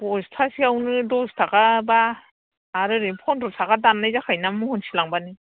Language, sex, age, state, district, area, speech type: Bodo, female, 60+, Assam, Udalguri, rural, conversation